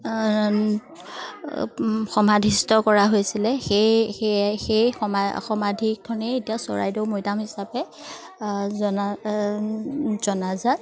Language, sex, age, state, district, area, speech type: Assamese, female, 30-45, Assam, Charaideo, urban, spontaneous